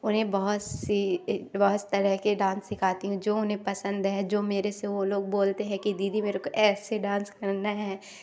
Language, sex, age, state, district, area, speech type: Hindi, female, 18-30, Madhya Pradesh, Katni, rural, spontaneous